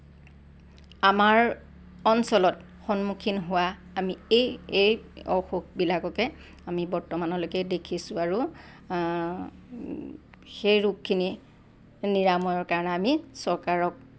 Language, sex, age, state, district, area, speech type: Assamese, female, 45-60, Assam, Lakhimpur, rural, spontaneous